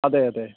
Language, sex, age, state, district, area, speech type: Malayalam, male, 45-60, Kerala, Kottayam, rural, conversation